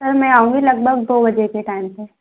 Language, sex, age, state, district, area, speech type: Hindi, female, 18-30, Madhya Pradesh, Gwalior, rural, conversation